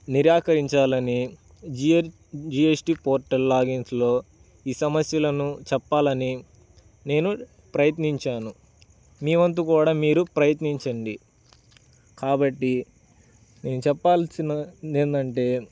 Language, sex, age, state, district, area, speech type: Telugu, male, 18-30, Andhra Pradesh, Bapatla, urban, spontaneous